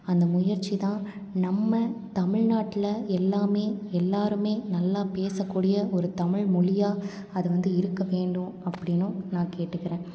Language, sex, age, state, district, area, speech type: Tamil, female, 18-30, Tamil Nadu, Tiruppur, rural, spontaneous